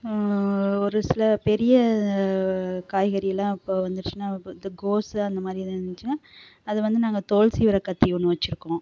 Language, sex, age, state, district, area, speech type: Tamil, female, 30-45, Tamil Nadu, Namakkal, rural, spontaneous